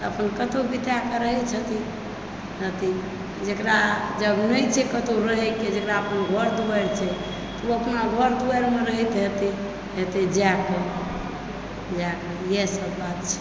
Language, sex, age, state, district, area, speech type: Maithili, female, 45-60, Bihar, Supaul, rural, spontaneous